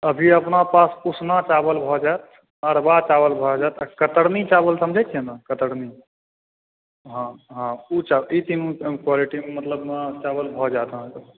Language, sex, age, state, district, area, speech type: Maithili, male, 18-30, Bihar, Supaul, rural, conversation